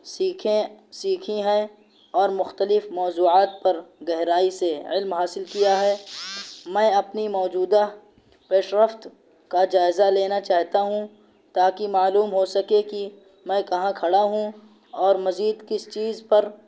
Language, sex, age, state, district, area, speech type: Urdu, male, 18-30, Uttar Pradesh, Balrampur, rural, spontaneous